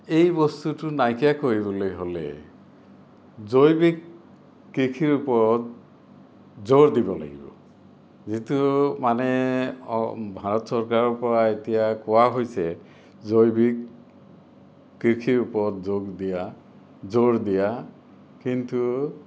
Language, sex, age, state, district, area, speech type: Assamese, male, 60+, Assam, Kamrup Metropolitan, urban, spontaneous